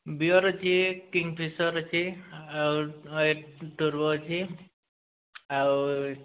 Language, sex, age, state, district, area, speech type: Odia, male, 18-30, Odisha, Mayurbhanj, rural, conversation